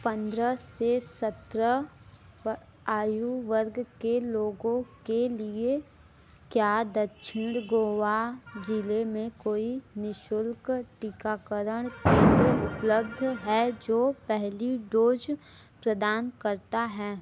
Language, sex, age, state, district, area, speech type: Hindi, female, 18-30, Uttar Pradesh, Mirzapur, urban, read